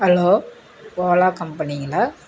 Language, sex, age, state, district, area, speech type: Tamil, female, 60+, Tamil Nadu, Dharmapuri, urban, spontaneous